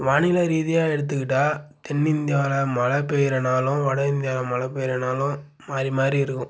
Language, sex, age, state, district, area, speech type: Tamil, male, 18-30, Tamil Nadu, Nagapattinam, rural, spontaneous